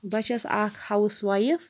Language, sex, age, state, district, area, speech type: Kashmiri, female, 30-45, Jammu and Kashmir, Pulwama, urban, spontaneous